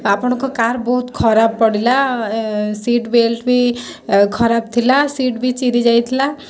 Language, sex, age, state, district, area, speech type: Odia, female, 18-30, Odisha, Kendrapara, urban, spontaneous